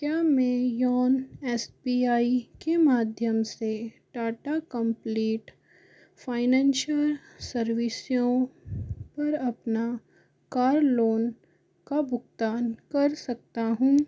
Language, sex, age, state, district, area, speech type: Hindi, male, 60+, Rajasthan, Jaipur, urban, read